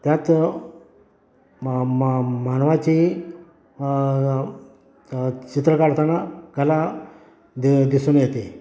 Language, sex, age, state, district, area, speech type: Marathi, male, 60+, Maharashtra, Satara, rural, spontaneous